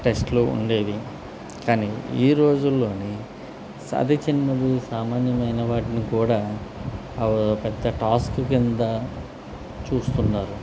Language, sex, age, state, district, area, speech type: Telugu, male, 30-45, Andhra Pradesh, Anakapalli, rural, spontaneous